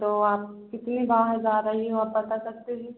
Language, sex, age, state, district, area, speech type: Hindi, female, 18-30, Madhya Pradesh, Narsinghpur, rural, conversation